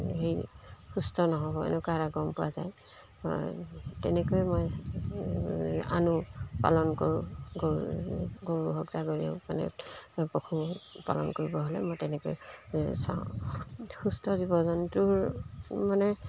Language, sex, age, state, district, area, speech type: Assamese, female, 60+, Assam, Dibrugarh, rural, spontaneous